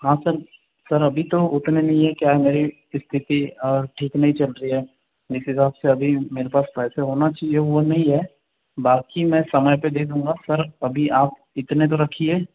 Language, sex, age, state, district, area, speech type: Hindi, male, 45-60, Madhya Pradesh, Balaghat, rural, conversation